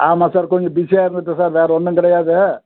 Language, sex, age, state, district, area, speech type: Tamil, male, 45-60, Tamil Nadu, Dharmapuri, rural, conversation